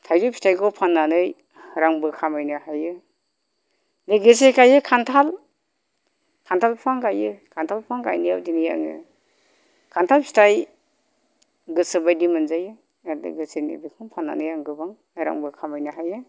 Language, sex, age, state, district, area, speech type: Bodo, male, 45-60, Assam, Kokrajhar, urban, spontaneous